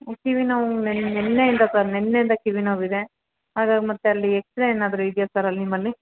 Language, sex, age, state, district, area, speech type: Kannada, female, 30-45, Karnataka, Ramanagara, urban, conversation